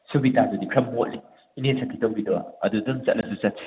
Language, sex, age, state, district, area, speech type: Manipuri, male, 45-60, Manipur, Imphal West, urban, conversation